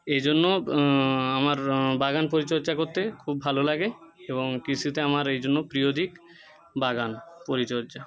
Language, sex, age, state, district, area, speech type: Bengali, male, 30-45, West Bengal, Jhargram, rural, spontaneous